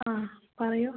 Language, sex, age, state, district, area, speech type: Malayalam, female, 18-30, Kerala, Wayanad, rural, conversation